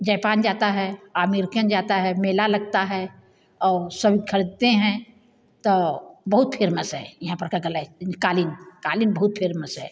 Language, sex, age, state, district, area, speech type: Hindi, female, 60+, Uttar Pradesh, Bhadohi, rural, spontaneous